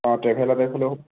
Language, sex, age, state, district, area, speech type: Assamese, male, 45-60, Assam, Morigaon, rural, conversation